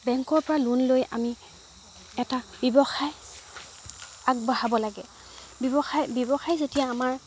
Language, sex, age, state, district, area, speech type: Assamese, female, 45-60, Assam, Dibrugarh, rural, spontaneous